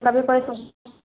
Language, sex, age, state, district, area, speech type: Hindi, female, 60+, Uttar Pradesh, Ayodhya, rural, conversation